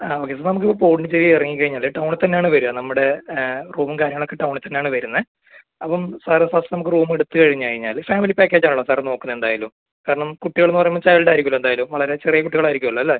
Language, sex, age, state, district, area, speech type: Malayalam, male, 18-30, Kerala, Kasaragod, rural, conversation